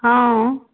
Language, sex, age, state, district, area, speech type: Maithili, female, 18-30, Bihar, Samastipur, rural, conversation